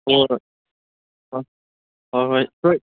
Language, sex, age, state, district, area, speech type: Manipuri, male, 18-30, Manipur, Kangpokpi, urban, conversation